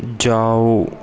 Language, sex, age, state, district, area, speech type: Hindi, male, 18-30, Madhya Pradesh, Hoshangabad, rural, read